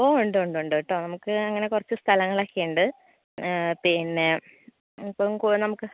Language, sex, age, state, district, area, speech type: Malayalam, female, 18-30, Kerala, Kozhikode, urban, conversation